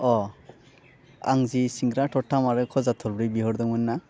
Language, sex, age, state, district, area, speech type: Bodo, male, 18-30, Assam, Baksa, rural, spontaneous